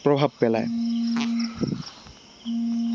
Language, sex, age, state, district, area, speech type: Assamese, male, 18-30, Assam, Goalpara, rural, spontaneous